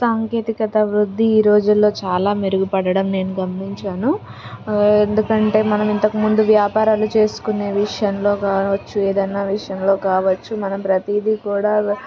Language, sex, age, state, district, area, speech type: Telugu, female, 18-30, Andhra Pradesh, Palnadu, rural, spontaneous